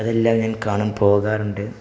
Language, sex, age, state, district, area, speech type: Malayalam, male, 30-45, Kerala, Malappuram, rural, spontaneous